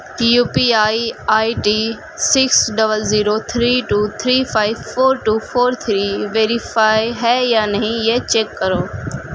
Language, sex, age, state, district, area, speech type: Urdu, female, 18-30, Uttar Pradesh, Gautam Buddha Nagar, urban, read